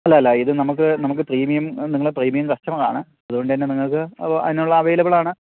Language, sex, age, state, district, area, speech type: Malayalam, male, 30-45, Kerala, Thiruvananthapuram, urban, conversation